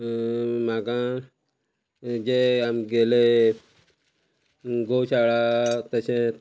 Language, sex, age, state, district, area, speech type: Goan Konkani, male, 45-60, Goa, Quepem, rural, spontaneous